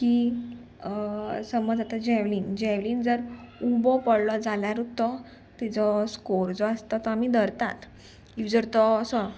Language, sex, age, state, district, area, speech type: Goan Konkani, female, 18-30, Goa, Murmgao, urban, spontaneous